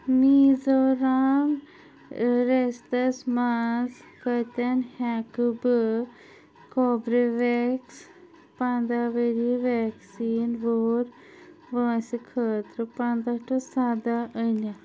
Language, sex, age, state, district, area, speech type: Kashmiri, female, 30-45, Jammu and Kashmir, Anantnag, urban, read